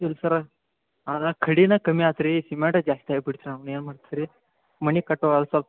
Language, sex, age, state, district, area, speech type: Kannada, male, 30-45, Karnataka, Belgaum, rural, conversation